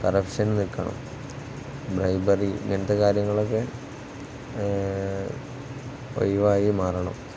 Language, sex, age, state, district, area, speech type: Malayalam, male, 18-30, Kerala, Kozhikode, rural, spontaneous